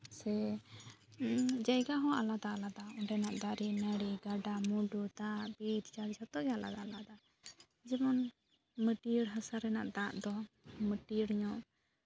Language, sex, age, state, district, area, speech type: Santali, female, 18-30, West Bengal, Jhargram, rural, spontaneous